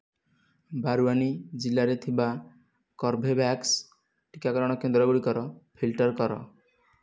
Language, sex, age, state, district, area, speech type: Odia, male, 30-45, Odisha, Nayagarh, rural, read